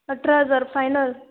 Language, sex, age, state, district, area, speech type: Marathi, female, 18-30, Maharashtra, Ratnagiri, rural, conversation